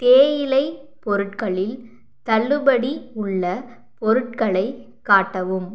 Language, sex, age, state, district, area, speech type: Tamil, female, 45-60, Tamil Nadu, Pudukkottai, rural, read